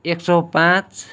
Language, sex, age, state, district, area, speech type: Nepali, male, 30-45, West Bengal, Darjeeling, rural, spontaneous